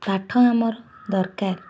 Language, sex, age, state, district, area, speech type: Odia, female, 18-30, Odisha, Jagatsinghpur, urban, spontaneous